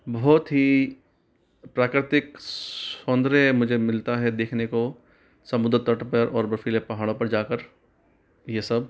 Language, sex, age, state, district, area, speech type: Hindi, male, 30-45, Rajasthan, Jaipur, urban, spontaneous